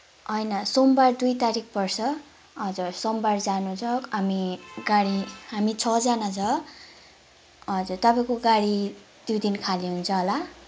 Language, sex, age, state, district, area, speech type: Nepali, female, 18-30, West Bengal, Kalimpong, rural, spontaneous